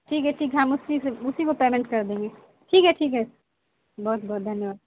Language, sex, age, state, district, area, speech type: Urdu, female, 18-30, Bihar, Saharsa, rural, conversation